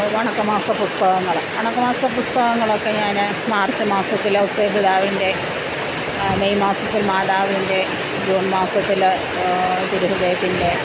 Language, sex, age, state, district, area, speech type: Malayalam, female, 45-60, Kerala, Pathanamthitta, rural, spontaneous